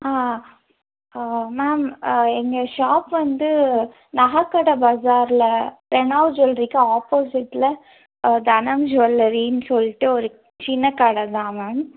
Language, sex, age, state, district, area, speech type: Tamil, female, 18-30, Tamil Nadu, Madurai, urban, conversation